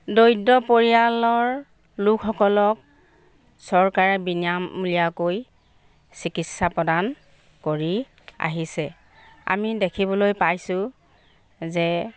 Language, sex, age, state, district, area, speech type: Assamese, female, 45-60, Assam, Jorhat, urban, spontaneous